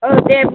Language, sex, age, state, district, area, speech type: Bodo, female, 60+, Assam, Kokrajhar, rural, conversation